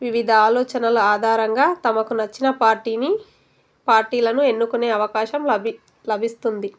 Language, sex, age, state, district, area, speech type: Telugu, female, 30-45, Telangana, Narayanpet, urban, spontaneous